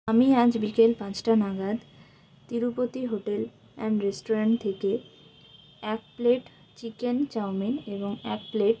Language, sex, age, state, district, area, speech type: Bengali, female, 18-30, West Bengal, Jalpaiguri, rural, spontaneous